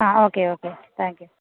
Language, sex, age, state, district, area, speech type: Malayalam, female, 30-45, Kerala, Thiruvananthapuram, rural, conversation